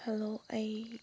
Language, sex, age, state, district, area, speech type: Manipuri, female, 18-30, Manipur, Chandel, rural, spontaneous